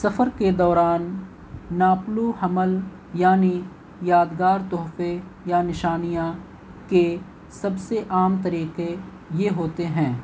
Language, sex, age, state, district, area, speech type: Urdu, male, 18-30, Delhi, North East Delhi, urban, spontaneous